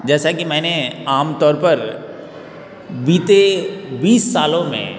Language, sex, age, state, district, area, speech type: Hindi, male, 18-30, Bihar, Darbhanga, rural, spontaneous